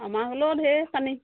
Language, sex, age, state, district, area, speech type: Assamese, female, 30-45, Assam, Golaghat, rural, conversation